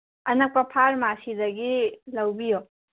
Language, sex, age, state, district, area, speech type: Manipuri, female, 18-30, Manipur, Kangpokpi, urban, conversation